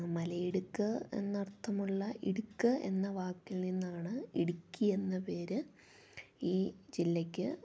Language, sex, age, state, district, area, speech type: Malayalam, female, 30-45, Kerala, Idukki, rural, spontaneous